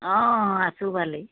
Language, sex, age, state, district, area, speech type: Assamese, female, 60+, Assam, Charaideo, urban, conversation